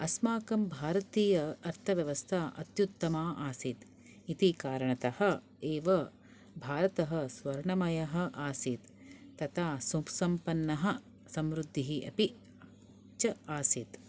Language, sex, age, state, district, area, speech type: Sanskrit, female, 30-45, Karnataka, Bangalore Urban, urban, spontaneous